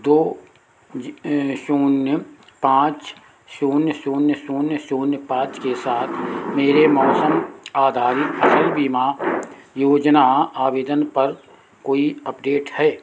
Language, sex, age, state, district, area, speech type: Hindi, male, 60+, Uttar Pradesh, Sitapur, rural, read